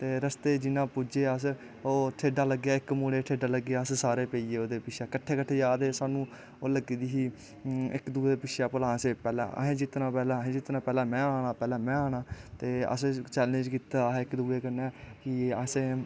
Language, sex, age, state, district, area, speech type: Dogri, male, 18-30, Jammu and Kashmir, Kathua, rural, spontaneous